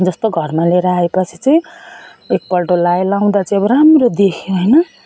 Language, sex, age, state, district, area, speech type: Nepali, female, 45-60, West Bengal, Jalpaiguri, urban, spontaneous